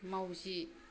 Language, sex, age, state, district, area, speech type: Bodo, female, 60+, Assam, Kokrajhar, urban, read